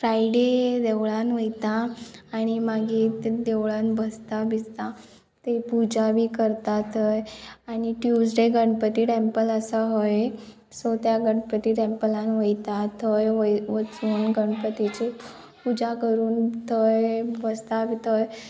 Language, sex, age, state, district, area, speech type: Goan Konkani, female, 18-30, Goa, Murmgao, urban, spontaneous